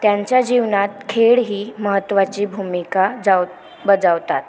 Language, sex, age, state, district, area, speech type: Marathi, female, 18-30, Maharashtra, Washim, rural, spontaneous